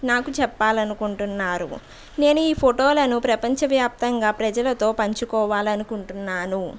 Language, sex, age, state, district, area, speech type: Telugu, female, 18-30, Andhra Pradesh, Konaseema, urban, spontaneous